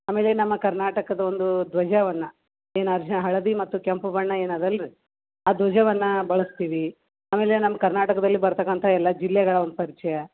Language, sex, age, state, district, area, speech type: Kannada, female, 30-45, Karnataka, Gulbarga, urban, conversation